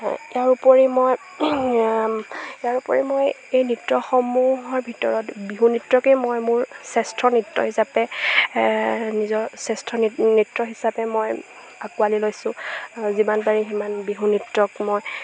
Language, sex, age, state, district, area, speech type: Assamese, female, 18-30, Assam, Lakhimpur, rural, spontaneous